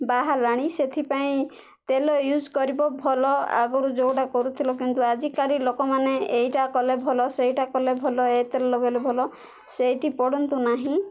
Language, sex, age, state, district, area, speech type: Odia, female, 18-30, Odisha, Koraput, urban, spontaneous